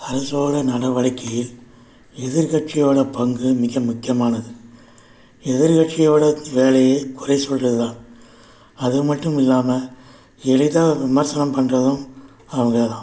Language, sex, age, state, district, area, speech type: Tamil, male, 60+, Tamil Nadu, Viluppuram, urban, spontaneous